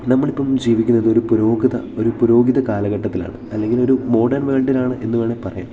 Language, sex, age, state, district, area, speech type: Malayalam, male, 18-30, Kerala, Idukki, rural, spontaneous